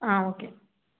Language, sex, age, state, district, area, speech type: Tamil, female, 30-45, Tamil Nadu, Nilgiris, rural, conversation